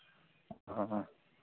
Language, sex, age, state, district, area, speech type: Hindi, male, 30-45, Bihar, Madhepura, rural, conversation